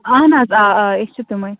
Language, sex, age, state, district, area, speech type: Kashmiri, female, 18-30, Jammu and Kashmir, Kupwara, rural, conversation